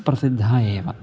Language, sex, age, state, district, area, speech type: Sanskrit, male, 18-30, Kerala, Kozhikode, rural, spontaneous